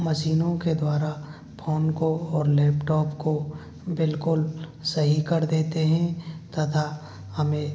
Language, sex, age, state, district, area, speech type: Hindi, male, 18-30, Rajasthan, Bharatpur, rural, spontaneous